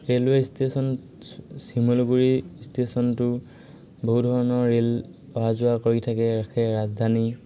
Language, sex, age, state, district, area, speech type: Assamese, male, 18-30, Assam, Sivasagar, urban, spontaneous